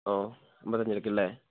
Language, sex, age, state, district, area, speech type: Malayalam, male, 18-30, Kerala, Wayanad, rural, conversation